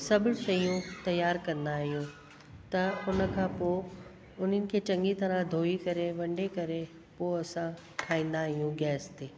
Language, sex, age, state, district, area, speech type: Sindhi, female, 45-60, Delhi, South Delhi, urban, spontaneous